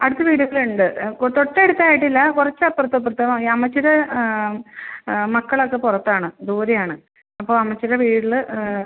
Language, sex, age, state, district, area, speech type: Malayalam, female, 45-60, Kerala, Ernakulam, urban, conversation